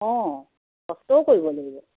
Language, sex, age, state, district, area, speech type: Assamese, female, 60+, Assam, Lakhimpur, rural, conversation